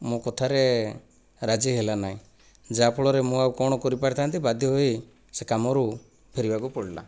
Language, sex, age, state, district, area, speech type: Odia, male, 30-45, Odisha, Kandhamal, rural, spontaneous